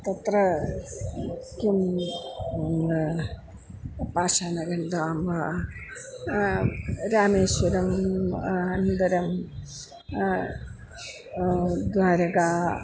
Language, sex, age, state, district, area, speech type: Sanskrit, female, 60+, Kerala, Kannur, urban, spontaneous